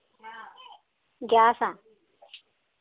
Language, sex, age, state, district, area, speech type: Telugu, female, 30-45, Telangana, Hanamkonda, rural, conversation